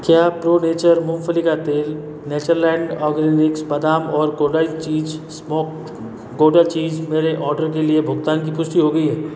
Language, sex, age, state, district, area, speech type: Hindi, male, 30-45, Rajasthan, Jodhpur, urban, read